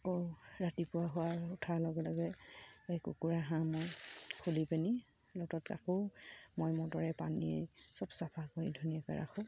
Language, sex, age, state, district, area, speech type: Assamese, female, 30-45, Assam, Sivasagar, rural, spontaneous